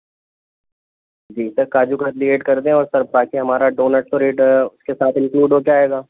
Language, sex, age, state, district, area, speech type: Urdu, male, 18-30, Delhi, New Delhi, urban, conversation